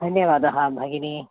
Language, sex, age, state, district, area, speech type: Sanskrit, female, 45-60, Kerala, Thiruvananthapuram, urban, conversation